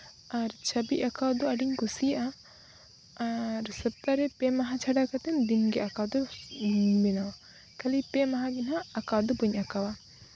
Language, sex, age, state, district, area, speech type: Santali, female, 18-30, Jharkhand, Seraikela Kharsawan, rural, spontaneous